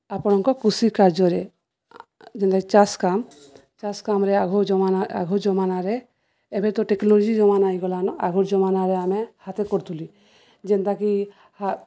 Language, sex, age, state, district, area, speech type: Odia, female, 45-60, Odisha, Balangir, urban, spontaneous